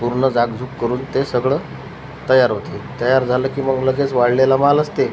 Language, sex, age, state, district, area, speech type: Marathi, male, 30-45, Maharashtra, Washim, rural, spontaneous